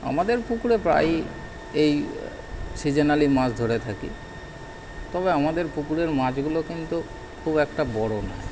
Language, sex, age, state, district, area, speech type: Bengali, male, 30-45, West Bengal, Howrah, urban, spontaneous